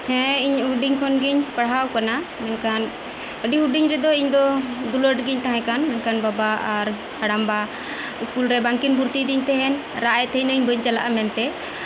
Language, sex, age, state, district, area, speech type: Santali, female, 45-60, West Bengal, Birbhum, rural, spontaneous